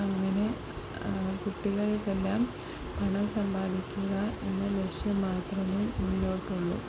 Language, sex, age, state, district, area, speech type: Malayalam, female, 30-45, Kerala, Palakkad, rural, spontaneous